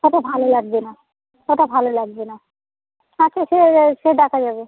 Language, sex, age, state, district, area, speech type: Bengali, female, 45-60, West Bengal, Uttar Dinajpur, urban, conversation